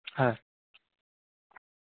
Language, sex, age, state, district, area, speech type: Bengali, male, 18-30, West Bengal, Kolkata, urban, conversation